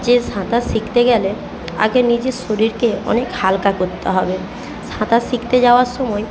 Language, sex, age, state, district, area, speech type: Bengali, female, 45-60, West Bengal, Jhargram, rural, spontaneous